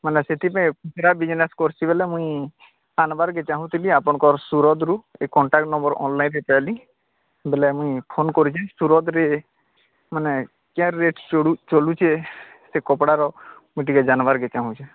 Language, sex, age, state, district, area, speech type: Odia, male, 30-45, Odisha, Bargarh, urban, conversation